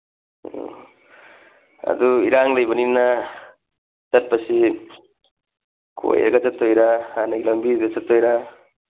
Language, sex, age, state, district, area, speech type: Manipuri, male, 30-45, Manipur, Thoubal, rural, conversation